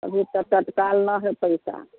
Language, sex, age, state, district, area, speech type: Maithili, female, 60+, Bihar, Muzaffarpur, rural, conversation